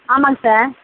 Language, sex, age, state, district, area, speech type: Tamil, female, 60+, Tamil Nadu, Viluppuram, rural, conversation